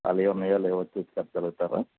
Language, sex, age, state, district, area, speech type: Telugu, male, 45-60, Andhra Pradesh, N T Rama Rao, urban, conversation